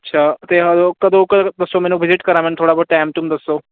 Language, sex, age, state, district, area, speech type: Punjabi, male, 18-30, Punjab, Ludhiana, urban, conversation